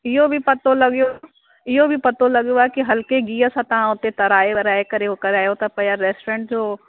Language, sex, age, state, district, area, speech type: Sindhi, male, 45-60, Uttar Pradesh, Lucknow, rural, conversation